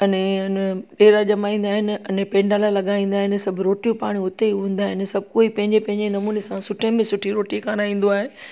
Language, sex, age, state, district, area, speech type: Sindhi, female, 45-60, Gujarat, Junagadh, rural, spontaneous